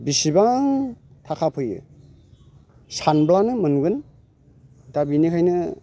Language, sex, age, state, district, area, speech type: Bodo, male, 45-60, Assam, Chirang, rural, spontaneous